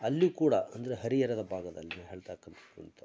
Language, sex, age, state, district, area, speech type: Kannada, male, 45-60, Karnataka, Koppal, rural, spontaneous